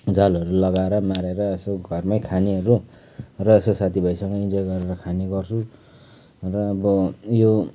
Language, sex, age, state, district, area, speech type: Nepali, male, 45-60, West Bengal, Kalimpong, rural, spontaneous